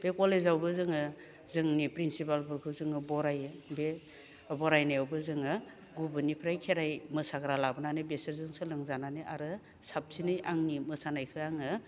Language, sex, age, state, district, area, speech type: Bodo, female, 60+, Assam, Baksa, urban, spontaneous